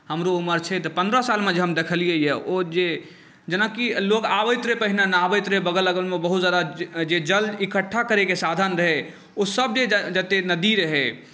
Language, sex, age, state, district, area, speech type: Maithili, male, 18-30, Bihar, Saharsa, urban, spontaneous